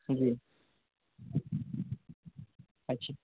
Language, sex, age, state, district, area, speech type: Urdu, male, 30-45, Bihar, Purnia, rural, conversation